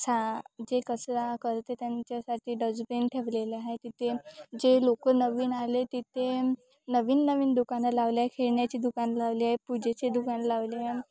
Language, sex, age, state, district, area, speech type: Marathi, female, 18-30, Maharashtra, Wardha, rural, spontaneous